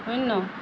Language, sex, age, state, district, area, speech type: Assamese, female, 45-60, Assam, Lakhimpur, rural, read